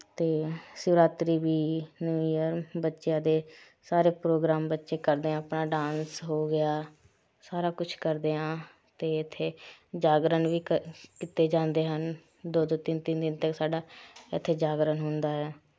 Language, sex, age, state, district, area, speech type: Punjabi, female, 30-45, Punjab, Shaheed Bhagat Singh Nagar, rural, spontaneous